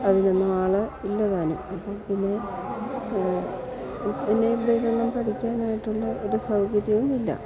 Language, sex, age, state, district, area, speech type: Malayalam, female, 60+, Kerala, Idukki, rural, spontaneous